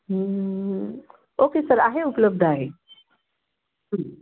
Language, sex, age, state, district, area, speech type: Marathi, female, 45-60, Maharashtra, Sangli, urban, conversation